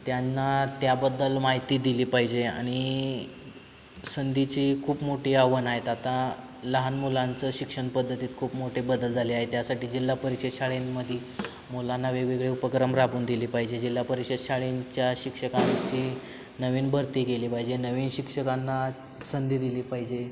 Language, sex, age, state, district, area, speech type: Marathi, male, 18-30, Maharashtra, Satara, urban, spontaneous